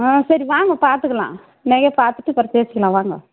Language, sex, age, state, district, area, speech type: Tamil, female, 30-45, Tamil Nadu, Tirupattur, rural, conversation